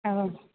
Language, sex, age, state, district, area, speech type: Bodo, female, 18-30, Assam, Chirang, urban, conversation